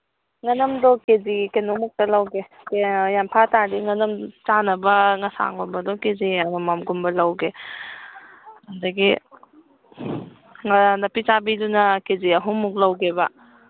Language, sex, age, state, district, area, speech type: Manipuri, female, 18-30, Manipur, Kangpokpi, urban, conversation